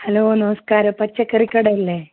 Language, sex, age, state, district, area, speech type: Malayalam, female, 45-60, Kerala, Kasaragod, rural, conversation